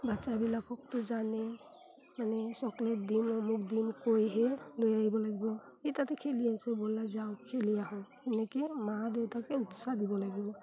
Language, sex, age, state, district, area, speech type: Assamese, female, 30-45, Assam, Udalguri, rural, spontaneous